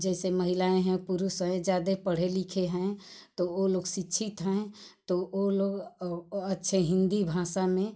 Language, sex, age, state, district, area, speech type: Hindi, female, 45-60, Uttar Pradesh, Ghazipur, rural, spontaneous